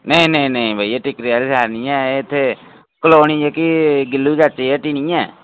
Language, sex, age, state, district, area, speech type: Dogri, male, 30-45, Jammu and Kashmir, Reasi, rural, conversation